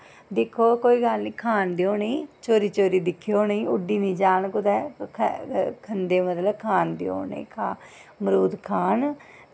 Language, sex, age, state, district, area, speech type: Dogri, female, 30-45, Jammu and Kashmir, Jammu, rural, spontaneous